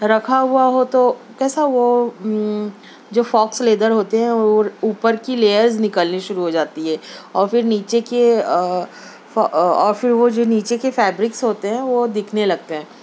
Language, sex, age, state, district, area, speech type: Urdu, female, 30-45, Maharashtra, Nashik, urban, spontaneous